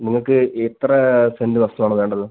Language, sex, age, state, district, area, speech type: Malayalam, male, 18-30, Kerala, Pathanamthitta, rural, conversation